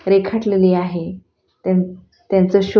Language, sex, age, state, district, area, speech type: Marathi, female, 45-60, Maharashtra, Osmanabad, rural, spontaneous